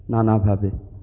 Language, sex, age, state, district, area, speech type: Bengali, male, 30-45, West Bengal, Purulia, urban, spontaneous